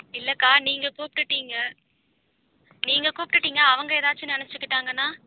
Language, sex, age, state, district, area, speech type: Tamil, female, 45-60, Tamil Nadu, Pudukkottai, rural, conversation